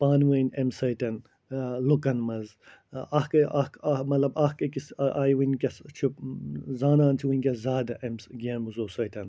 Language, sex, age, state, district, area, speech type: Kashmiri, male, 45-60, Jammu and Kashmir, Ganderbal, rural, spontaneous